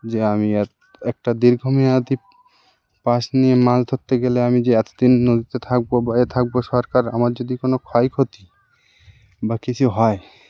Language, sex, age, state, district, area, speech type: Bengali, male, 18-30, West Bengal, Birbhum, urban, spontaneous